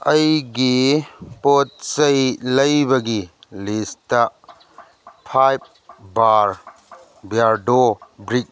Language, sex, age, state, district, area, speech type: Manipuri, male, 30-45, Manipur, Kangpokpi, urban, read